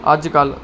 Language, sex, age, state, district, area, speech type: Punjabi, male, 45-60, Punjab, Barnala, rural, spontaneous